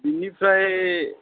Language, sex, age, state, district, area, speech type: Bodo, male, 60+, Assam, Chirang, rural, conversation